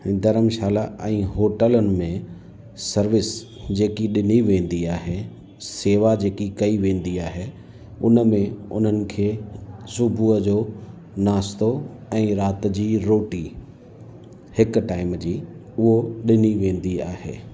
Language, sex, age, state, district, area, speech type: Sindhi, male, 30-45, Gujarat, Kutch, rural, spontaneous